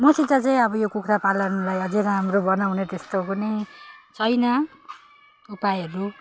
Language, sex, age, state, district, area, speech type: Nepali, female, 30-45, West Bengal, Jalpaiguri, rural, spontaneous